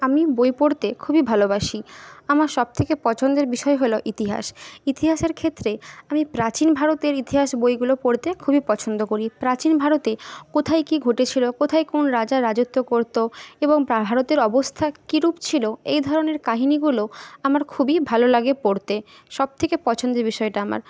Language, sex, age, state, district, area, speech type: Bengali, female, 30-45, West Bengal, Jhargram, rural, spontaneous